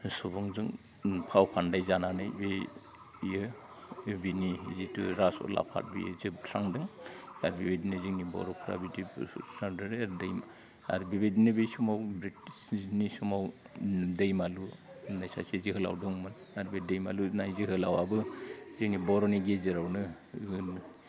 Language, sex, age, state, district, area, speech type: Bodo, male, 45-60, Assam, Udalguri, rural, spontaneous